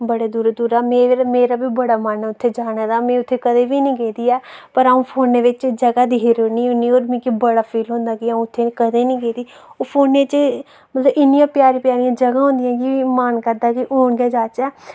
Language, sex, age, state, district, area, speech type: Dogri, female, 18-30, Jammu and Kashmir, Reasi, rural, spontaneous